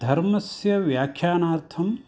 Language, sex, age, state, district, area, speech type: Sanskrit, male, 60+, Karnataka, Uttara Kannada, rural, spontaneous